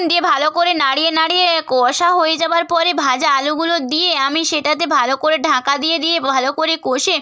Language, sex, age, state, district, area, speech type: Bengali, female, 30-45, West Bengal, Purba Medinipur, rural, spontaneous